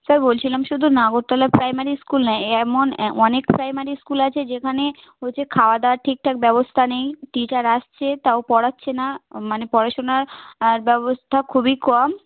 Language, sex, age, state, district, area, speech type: Bengali, female, 18-30, West Bengal, South 24 Parganas, rural, conversation